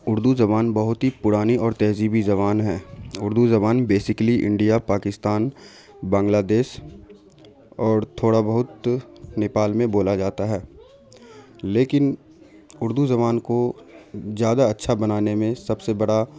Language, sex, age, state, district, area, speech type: Urdu, male, 30-45, Bihar, Khagaria, rural, spontaneous